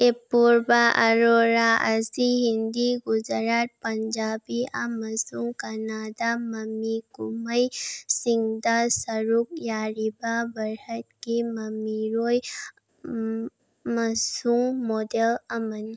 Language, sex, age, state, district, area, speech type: Manipuri, female, 18-30, Manipur, Bishnupur, rural, read